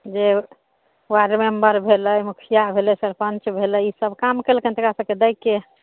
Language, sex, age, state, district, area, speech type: Maithili, female, 30-45, Bihar, Samastipur, urban, conversation